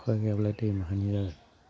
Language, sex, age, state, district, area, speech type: Bodo, male, 30-45, Assam, Udalguri, rural, spontaneous